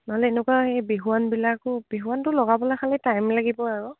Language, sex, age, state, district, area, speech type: Assamese, female, 18-30, Assam, Dibrugarh, rural, conversation